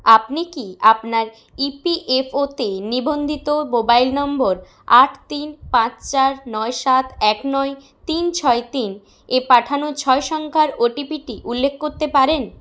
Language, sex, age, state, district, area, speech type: Bengali, female, 18-30, West Bengal, Bankura, rural, read